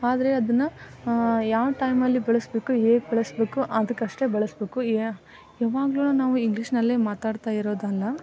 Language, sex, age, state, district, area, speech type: Kannada, female, 18-30, Karnataka, Koppal, rural, spontaneous